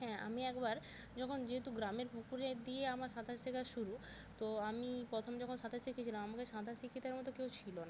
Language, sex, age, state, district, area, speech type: Bengali, female, 18-30, West Bengal, Jalpaiguri, rural, spontaneous